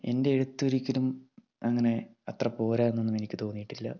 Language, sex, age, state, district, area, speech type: Malayalam, male, 18-30, Kerala, Kannur, rural, spontaneous